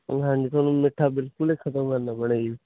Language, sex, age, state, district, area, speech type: Punjabi, male, 18-30, Punjab, Hoshiarpur, rural, conversation